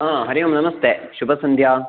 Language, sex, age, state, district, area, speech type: Sanskrit, male, 45-60, Karnataka, Uttara Kannada, urban, conversation